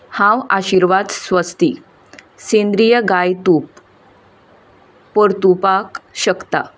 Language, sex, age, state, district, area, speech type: Goan Konkani, female, 18-30, Goa, Ponda, rural, read